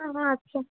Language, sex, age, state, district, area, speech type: Bengali, female, 60+, West Bengal, Purulia, urban, conversation